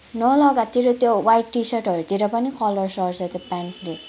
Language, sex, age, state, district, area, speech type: Nepali, female, 18-30, West Bengal, Kalimpong, rural, spontaneous